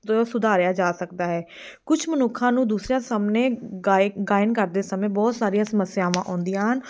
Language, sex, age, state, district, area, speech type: Punjabi, female, 30-45, Punjab, Amritsar, urban, spontaneous